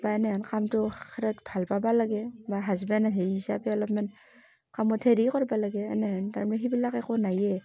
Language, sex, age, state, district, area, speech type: Assamese, female, 30-45, Assam, Barpeta, rural, spontaneous